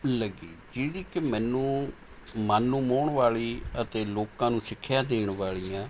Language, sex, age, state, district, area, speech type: Punjabi, male, 60+, Punjab, Mohali, urban, spontaneous